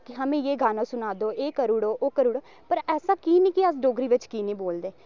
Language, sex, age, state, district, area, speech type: Dogri, male, 18-30, Jammu and Kashmir, Reasi, rural, spontaneous